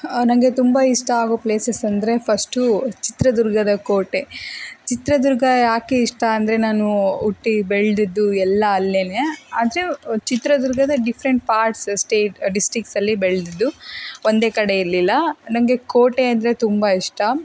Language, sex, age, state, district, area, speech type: Kannada, female, 18-30, Karnataka, Davanagere, rural, spontaneous